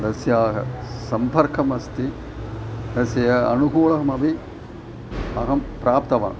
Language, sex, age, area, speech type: Sanskrit, male, 60+, urban, spontaneous